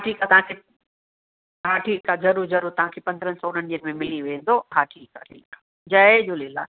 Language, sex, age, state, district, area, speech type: Sindhi, female, 45-60, Maharashtra, Thane, urban, conversation